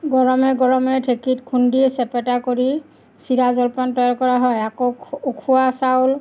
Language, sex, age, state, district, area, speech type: Assamese, female, 45-60, Assam, Nagaon, rural, spontaneous